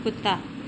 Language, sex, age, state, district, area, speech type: Hindi, female, 30-45, Uttar Pradesh, Mau, rural, read